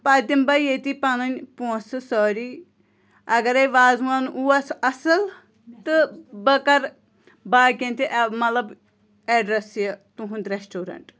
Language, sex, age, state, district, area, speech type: Kashmiri, female, 18-30, Jammu and Kashmir, Pulwama, rural, spontaneous